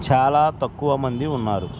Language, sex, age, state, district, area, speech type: Telugu, male, 45-60, Andhra Pradesh, Guntur, rural, spontaneous